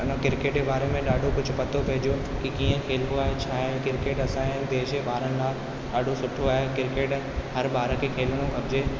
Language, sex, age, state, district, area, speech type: Sindhi, male, 18-30, Rajasthan, Ajmer, urban, spontaneous